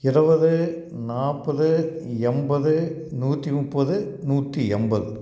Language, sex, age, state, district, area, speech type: Tamil, male, 60+, Tamil Nadu, Tiruppur, rural, spontaneous